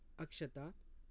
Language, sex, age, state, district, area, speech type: Kannada, male, 18-30, Karnataka, Shimoga, rural, spontaneous